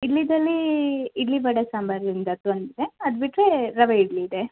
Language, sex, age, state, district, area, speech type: Kannada, female, 30-45, Karnataka, Shimoga, rural, conversation